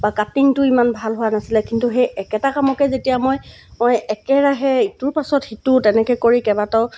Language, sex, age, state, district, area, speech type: Assamese, female, 45-60, Assam, Golaghat, urban, spontaneous